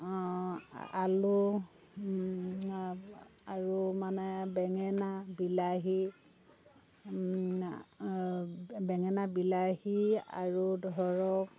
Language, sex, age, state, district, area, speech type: Assamese, female, 60+, Assam, Dhemaji, rural, spontaneous